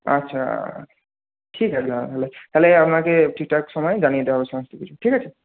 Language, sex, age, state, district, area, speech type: Bengali, male, 30-45, West Bengal, Purba Medinipur, rural, conversation